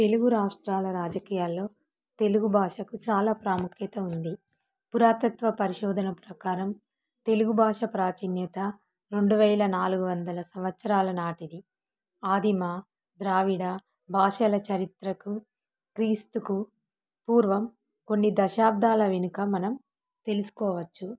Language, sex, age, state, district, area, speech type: Telugu, female, 30-45, Telangana, Warangal, rural, spontaneous